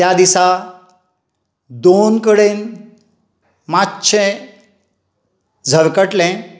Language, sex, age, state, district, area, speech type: Goan Konkani, male, 60+, Goa, Tiswadi, rural, spontaneous